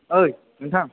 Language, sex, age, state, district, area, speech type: Bodo, male, 18-30, Assam, Chirang, rural, conversation